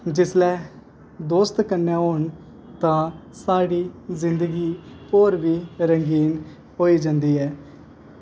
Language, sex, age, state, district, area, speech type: Dogri, male, 18-30, Jammu and Kashmir, Kathua, rural, spontaneous